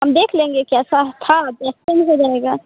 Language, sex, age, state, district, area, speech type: Hindi, female, 18-30, Bihar, Muzaffarpur, rural, conversation